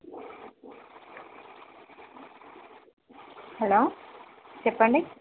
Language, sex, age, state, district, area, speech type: Telugu, female, 30-45, Telangana, Karimnagar, rural, conversation